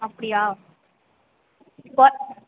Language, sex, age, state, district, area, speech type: Tamil, female, 18-30, Tamil Nadu, Sivaganga, rural, conversation